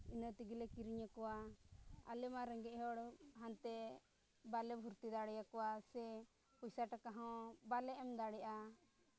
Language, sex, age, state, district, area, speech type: Santali, female, 30-45, Jharkhand, Pakur, rural, spontaneous